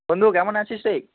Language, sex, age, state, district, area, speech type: Bengali, male, 45-60, West Bengal, Jhargram, rural, conversation